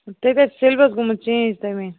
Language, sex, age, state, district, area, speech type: Kashmiri, female, 30-45, Jammu and Kashmir, Baramulla, rural, conversation